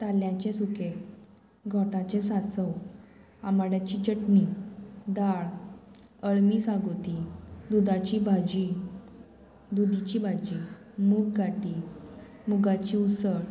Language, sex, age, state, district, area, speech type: Goan Konkani, female, 18-30, Goa, Murmgao, urban, spontaneous